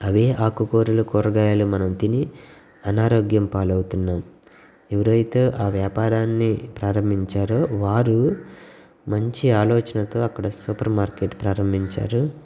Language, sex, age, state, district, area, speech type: Telugu, male, 30-45, Andhra Pradesh, Guntur, rural, spontaneous